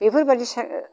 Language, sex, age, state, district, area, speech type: Bodo, male, 45-60, Assam, Kokrajhar, urban, spontaneous